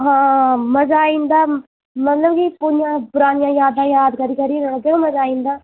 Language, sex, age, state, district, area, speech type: Dogri, female, 18-30, Jammu and Kashmir, Udhampur, rural, conversation